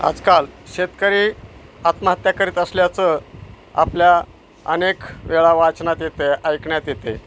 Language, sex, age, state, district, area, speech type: Marathi, male, 60+, Maharashtra, Osmanabad, rural, spontaneous